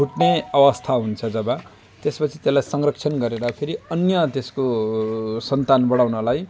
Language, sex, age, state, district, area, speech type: Nepali, male, 45-60, West Bengal, Jalpaiguri, rural, spontaneous